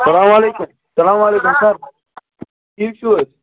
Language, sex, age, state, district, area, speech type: Kashmiri, male, 30-45, Jammu and Kashmir, Baramulla, rural, conversation